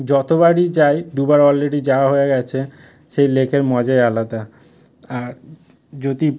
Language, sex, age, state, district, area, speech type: Bengali, male, 30-45, West Bengal, South 24 Parganas, rural, spontaneous